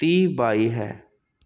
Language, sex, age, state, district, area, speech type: Punjabi, male, 30-45, Punjab, Jalandhar, urban, read